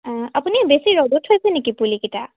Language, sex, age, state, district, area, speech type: Assamese, female, 18-30, Assam, Charaideo, rural, conversation